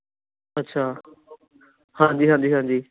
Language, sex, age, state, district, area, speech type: Punjabi, male, 18-30, Punjab, Ludhiana, urban, conversation